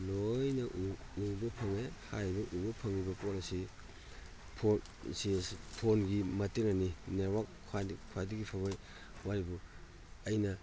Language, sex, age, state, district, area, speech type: Manipuri, male, 60+, Manipur, Imphal East, rural, spontaneous